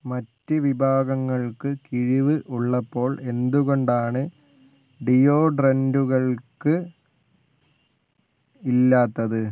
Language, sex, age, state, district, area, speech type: Malayalam, male, 60+, Kerala, Wayanad, rural, read